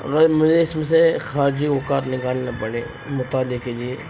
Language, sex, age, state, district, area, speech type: Urdu, male, 18-30, Uttar Pradesh, Ghaziabad, rural, spontaneous